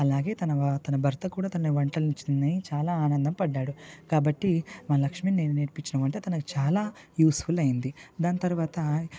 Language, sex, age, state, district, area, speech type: Telugu, male, 18-30, Telangana, Nalgonda, rural, spontaneous